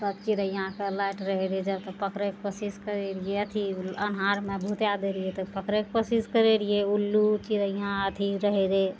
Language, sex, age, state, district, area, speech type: Maithili, female, 45-60, Bihar, Araria, urban, spontaneous